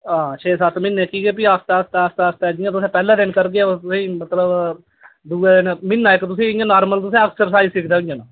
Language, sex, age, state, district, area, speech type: Dogri, male, 30-45, Jammu and Kashmir, Udhampur, urban, conversation